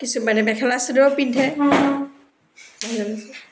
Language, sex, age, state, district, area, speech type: Assamese, female, 60+, Assam, Dibrugarh, urban, spontaneous